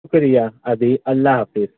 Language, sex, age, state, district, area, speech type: Urdu, male, 18-30, Maharashtra, Nashik, urban, conversation